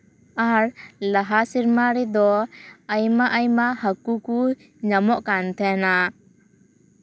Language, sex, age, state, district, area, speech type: Santali, female, 18-30, West Bengal, Purba Bardhaman, rural, spontaneous